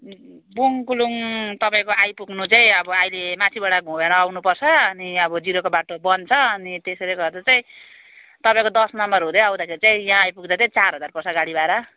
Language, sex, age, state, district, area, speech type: Nepali, female, 18-30, West Bengal, Darjeeling, rural, conversation